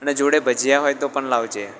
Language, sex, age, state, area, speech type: Gujarati, male, 18-30, Gujarat, rural, spontaneous